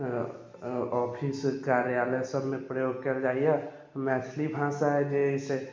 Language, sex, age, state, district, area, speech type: Maithili, male, 45-60, Bihar, Sitamarhi, rural, spontaneous